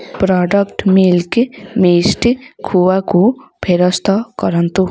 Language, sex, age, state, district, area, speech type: Odia, female, 18-30, Odisha, Ganjam, urban, read